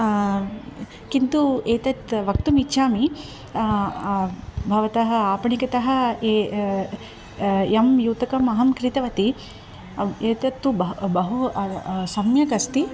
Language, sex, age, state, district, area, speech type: Sanskrit, female, 30-45, Andhra Pradesh, Krishna, urban, spontaneous